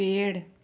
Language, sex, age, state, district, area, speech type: Hindi, female, 18-30, Rajasthan, Nagaur, rural, read